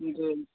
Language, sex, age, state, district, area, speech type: Maithili, male, 18-30, Bihar, Saharsa, rural, conversation